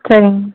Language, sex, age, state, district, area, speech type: Tamil, female, 30-45, Tamil Nadu, Erode, rural, conversation